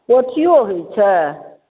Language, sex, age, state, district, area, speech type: Maithili, female, 45-60, Bihar, Darbhanga, rural, conversation